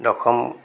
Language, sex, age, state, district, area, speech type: Assamese, male, 60+, Assam, Golaghat, urban, spontaneous